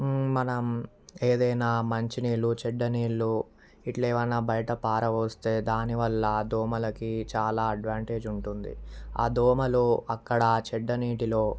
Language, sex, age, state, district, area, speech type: Telugu, male, 18-30, Telangana, Vikarabad, urban, spontaneous